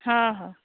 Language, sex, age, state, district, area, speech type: Odia, female, 30-45, Odisha, Nayagarh, rural, conversation